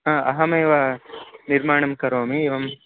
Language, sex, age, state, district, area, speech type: Sanskrit, male, 18-30, Karnataka, Chikkamagaluru, rural, conversation